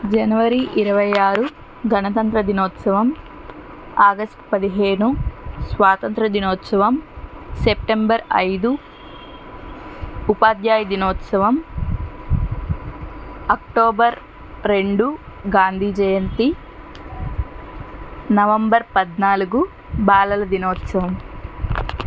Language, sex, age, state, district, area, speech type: Telugu, female, 60+, Andhra Pradesh, N T Rama Rao, urban, spontaneous